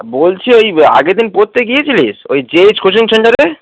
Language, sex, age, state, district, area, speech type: Bengali, male, 45-60, West Bengal, Dakshin Dinajpur, rural, conversation